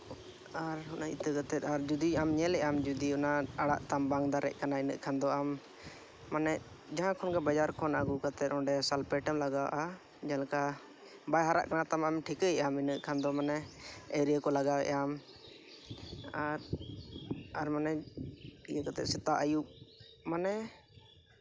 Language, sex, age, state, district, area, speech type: Santali, male, 18-30, Jharkhand, Seraikela Kharsawan, rural, spontaneous